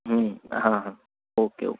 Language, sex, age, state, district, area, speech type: Gujarati, male, 18-30, Gujarat, Ahmedabad, urban, conversation